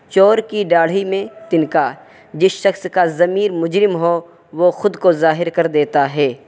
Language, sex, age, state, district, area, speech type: Urdu, male, 18-30, Uttar Pradesh, Saharanpur, urban, spontaneous